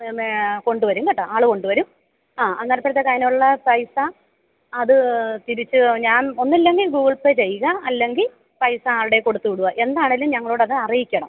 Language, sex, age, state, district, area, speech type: Malayalam, female, 30-45, Kerala, Alappuzha, rural, conversation